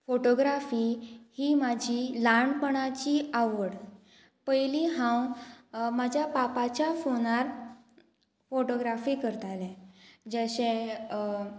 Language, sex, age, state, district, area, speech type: Goan Konkani, female, 18-30, Goa, Murmgao, rural, spontaneous